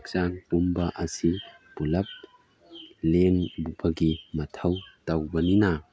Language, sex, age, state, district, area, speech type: Manipuri, male, 30-45, Manipur, Tengnoupal, rural, spontaneous